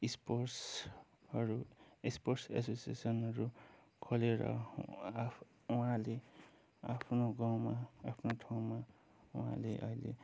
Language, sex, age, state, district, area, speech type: Nepali, male, 18-30, West Bengal, Kalimpong, rural, spontaneous